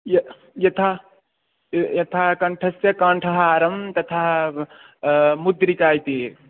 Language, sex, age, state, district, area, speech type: Sanskrit, male, 18-30, Odisha, Khordha, rural, conversation